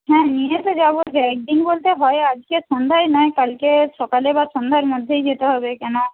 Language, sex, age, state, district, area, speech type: Bengali, female, 30-45, West Bengal, Jhargram, rural, conversation